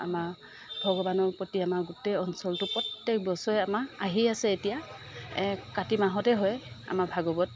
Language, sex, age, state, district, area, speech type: Assamese, female, 60+, Assam, Morigaon, rural, spontaneous